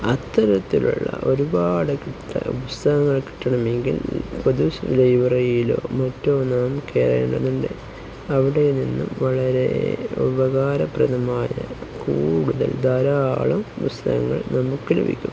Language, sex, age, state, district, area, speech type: Malayalam, male, 18-30, Kerala, Kozhikode, rural, spontaneous